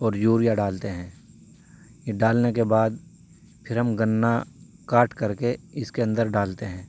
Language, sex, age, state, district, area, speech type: Urdu, male, 30-45, Uttar Pradesh, Saharanpur, urban, spontaneous